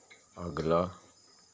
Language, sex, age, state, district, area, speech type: Hindi, male, 60+, Madhya Pradesh, Seoni, urban, read